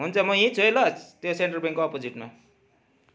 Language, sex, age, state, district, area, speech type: Nepali, male, 45-60, West Bengal, Darjeeling, urban, spontaneous